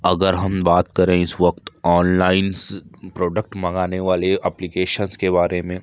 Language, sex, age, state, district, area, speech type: Urdu, male, 18-30, Uttar Pradesh, Lucknow, rural, spontaneous